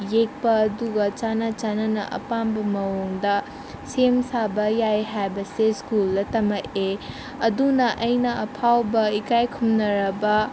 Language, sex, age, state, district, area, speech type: Manipuri, female, 18-30, Manipur, Senapati, rural, spontaneous